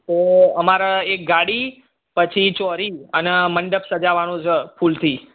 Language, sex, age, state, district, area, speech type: Gujarati, male, 18-30, Gujarat, Mehsana, rural, conversation